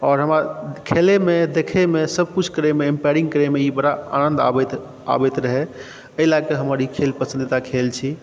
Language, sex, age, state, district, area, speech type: Maithili, male, 30-45, Bihar, Supaul, rural, spontaneous